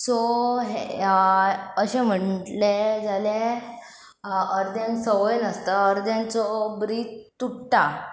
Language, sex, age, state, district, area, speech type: Goan Konkani, female, 18-30, Goa, Pernem, rural, spontaneous